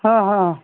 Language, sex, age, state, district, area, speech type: Marathi, male, 30-45, Maharashtra, Washim, urban, conversation